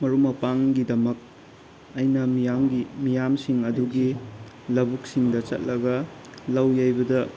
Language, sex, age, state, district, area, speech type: Manipuri, male, 18-30, Manipur, Bishnupur, rural, spontaneous